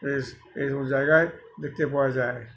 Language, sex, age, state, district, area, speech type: Bengali, male, 60+, West Bengal, Uttar Dinajpur, urban, spontaneous